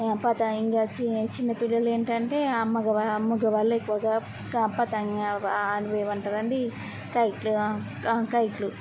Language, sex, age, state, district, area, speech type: Telugu, female, 18-30, Andhra Pradesh, N T Rama Rao, urban, spontaneous